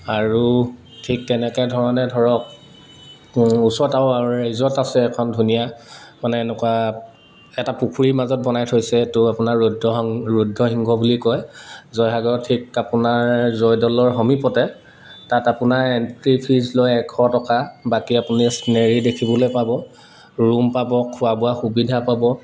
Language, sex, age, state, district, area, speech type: Assamese, male, 30-45, Assam, Sivasagar, urban, spontaneous